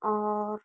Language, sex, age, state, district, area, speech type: Hindi, female, 18-30, Rajasthan, Karauli, rural, spontaneous